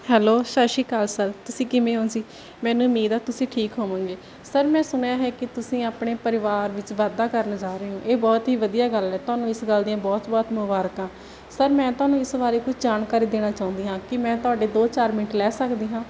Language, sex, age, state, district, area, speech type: Punjabi, female, 18-30, Punjab, Barnala, rural, spontaneous